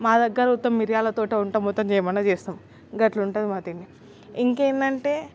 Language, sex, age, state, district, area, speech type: Telugu, female, 18-30, Telangana, Nalgonda, urban, spontaneous